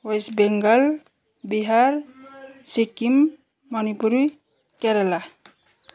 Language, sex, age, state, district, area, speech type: Nepali, female, 30-45, West Bengal, Darjeeling, rural, spontaneous